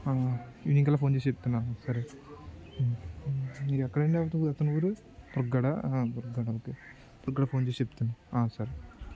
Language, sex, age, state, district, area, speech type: Telugu, male, 18-30, Andhra Pradesh, Anakapalli, rural, spontaneous